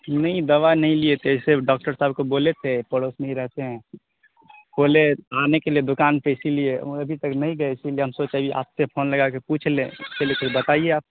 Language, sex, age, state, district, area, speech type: Urdu, male, 18-30, Bihar, Khagaria, rural, conversation